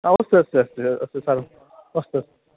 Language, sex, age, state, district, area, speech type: Sanskrit, male, 30-45, West Bengal, Dakshin Dinajpur, urban, conversation